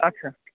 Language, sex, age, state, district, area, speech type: Bengali, male, 18-30, West Bengal, Murshidabad, urban, conversation